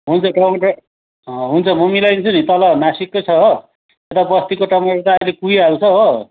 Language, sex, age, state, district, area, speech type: Nepali, male, 45-60, West Bengal, Kalimpong, rural, conversation